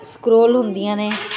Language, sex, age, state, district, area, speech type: Punjabi, female, 60+, Punjab, Ludhiana, rural, spontaneous